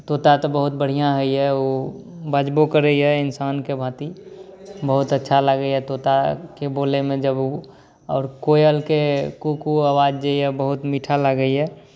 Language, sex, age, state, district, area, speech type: Maithili, male, 18-30, Bihar, Saharsa, urban, spontaneous